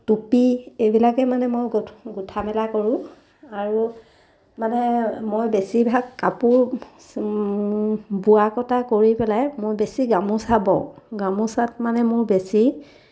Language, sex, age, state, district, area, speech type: Assamese, female, 30-45, Assam, Sivasagar, rural, spontaneous